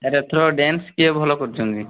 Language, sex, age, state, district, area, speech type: Odia, male, 18-30, Odisha, Mayurbhanj, rural, conversation